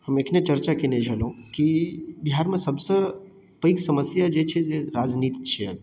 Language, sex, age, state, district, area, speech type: Maithili, male, 18-30, Bihar, Darbhanga, urban, spontaneous